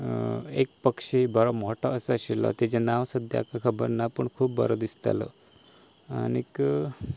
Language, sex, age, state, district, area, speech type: Goan Konkani, male, 18-30, Goa, Canacona, rural, spontaneous